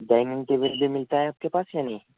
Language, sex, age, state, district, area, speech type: Urdu, male, 45-60, Delhi, Central Delhi, urban, conversation